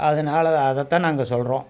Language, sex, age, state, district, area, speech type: Tamil, male, 45-60, Tamil Nadu, Coimbatore, rural, spontaneous